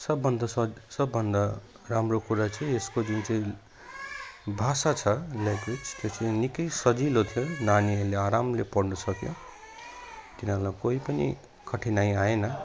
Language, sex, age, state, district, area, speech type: Nepali, male, 30-45, West Bengal, Alipurduar, urban, spontaneous